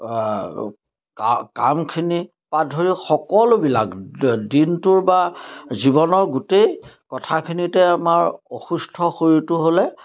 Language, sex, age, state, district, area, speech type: Assamese, male, 60+, Assam, Majuli, urban, spontaneous